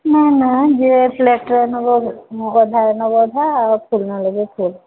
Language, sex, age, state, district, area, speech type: Odia, female, 30-45, Odisha, Mayurbhanj, rural, conversation